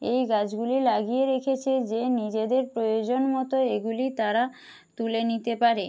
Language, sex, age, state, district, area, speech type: Bengali, female, 45-60, West Bengal, Jhargram, rural, spontaneous